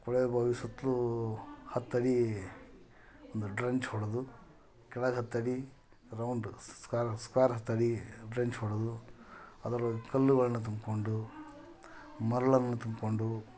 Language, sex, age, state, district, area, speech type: Kannada, male, 45-60, Karnataka, Koppal, rural, spontaneous